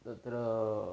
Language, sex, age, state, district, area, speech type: Sanskrit, male, 30-45, Karnataka, Udupi, rural, spontaneous